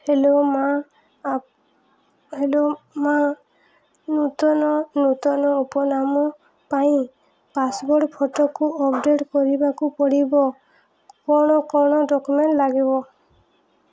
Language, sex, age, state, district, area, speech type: Odia, female, 18-30, Odisha, Subarnapur, urban, spontaneous